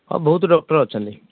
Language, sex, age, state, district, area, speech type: Odia, male, 30-45, Odisha, Kendujhar, urban, conversation